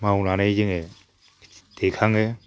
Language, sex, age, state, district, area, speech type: Bodo, male, 60+, Assam, Chirang, rural, spontaneous